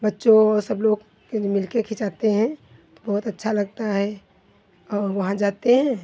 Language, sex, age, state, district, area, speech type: Hindi, female, 45-60, Uttar Pradesh, Hardoi, rural, spontaneous